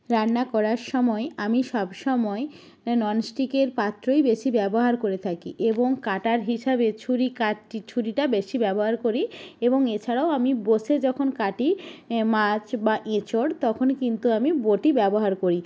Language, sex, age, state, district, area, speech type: Bengali, female, 45-60, West Bengal, Jalpaiguri, rural, spontaneous